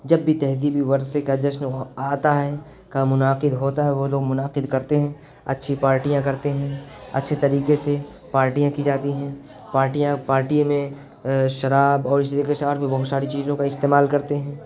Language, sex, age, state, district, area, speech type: Urdu, male, 18-30, Uttar Pradesh, Siddharthnagar, rural, spontaneous